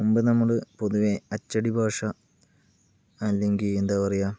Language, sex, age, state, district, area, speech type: Malayalam, male, 18-30, Kerala, Palakkad, rural, spontaneous